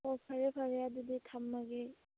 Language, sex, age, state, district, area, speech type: Manipuri, female, 18-30, Manipur, Churachandpur, rural, conversation